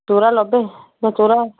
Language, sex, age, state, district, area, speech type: Odia, female, 30-45, Odisha, Kendujhar, urban, conversation